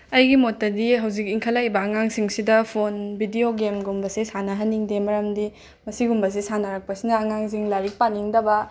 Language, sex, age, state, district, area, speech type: Manipuri, female, 45-60, Manipur, Imphal West, urban, spontaneous